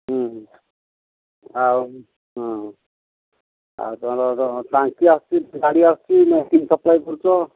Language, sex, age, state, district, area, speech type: Odia, male, 60+, Odisha, Gajapati, rural, conversation